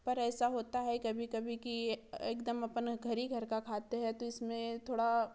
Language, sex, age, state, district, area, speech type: Hindi, female, 30-45, Madhya Pradesh, Betul, urban, spontaneous